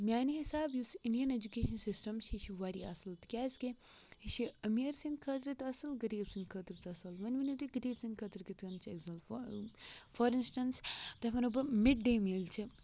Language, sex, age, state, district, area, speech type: Kashmiri, male, 18-30, Jammu and Kashmir, Kupwara, rural, spontaneous